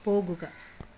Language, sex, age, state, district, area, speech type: Malayalam, female, 30-45, Kerala, Kasaragod, rural, read